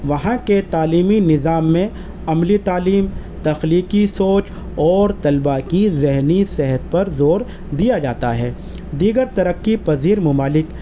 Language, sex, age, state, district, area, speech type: Urdu, male, 30-45, Delhi, East Delhi, urban, spontaneous